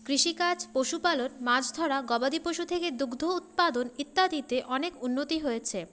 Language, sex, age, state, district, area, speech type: Bengali, female, 30-45, West Bengal, Paschim Bardhaman, urban, spontaneous